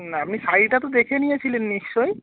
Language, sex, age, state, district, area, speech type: Bengali, male, 30-45, West Bengal, North 24 Parganas, urban, conversation